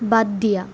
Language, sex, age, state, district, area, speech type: Assamese, female, 18-30, Assam, Kamrup Metropolitan, urban, read